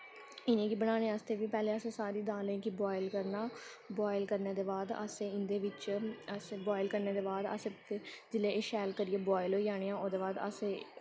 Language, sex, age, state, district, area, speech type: Dogri, female, 18-30, Jammu and Kashmir, Samba, rural, spontaneous